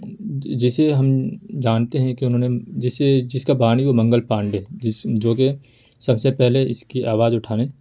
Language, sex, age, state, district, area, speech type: Urdu, male, 18-30, Uttar Pradesh, Ghaziabad, urban, spontaneous